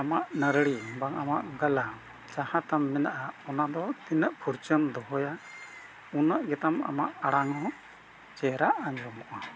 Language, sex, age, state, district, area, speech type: Santali, male, 60+, Odisha, Mayurbhanj, rural, spontaneous